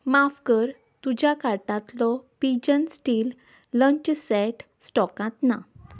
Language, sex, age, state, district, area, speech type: Goan Konkani, female, 30-45, Goa, Ponda, rural, read